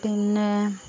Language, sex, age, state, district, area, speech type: Malayalam, female, 18-30, Kerala, Thiruvananthapuram, rural, spontaneous